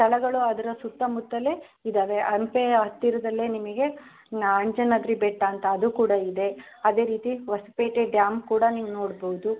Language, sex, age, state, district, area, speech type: Kannada, female, 45-60, Karnataka, Davanagere, rural, conversation